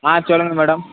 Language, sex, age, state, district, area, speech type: Tamil, male, 18-30, Tamil Nadu, Tirunelveli, rural, conversation